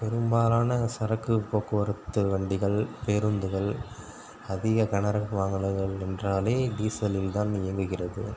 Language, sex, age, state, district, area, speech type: Tamil, male, 30-45, Tamil Nadu, Pudukkottai, rural, spontaneous